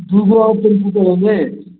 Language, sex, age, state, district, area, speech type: Hindi, male, 60+, Bihar, Samastipur, urban, conversation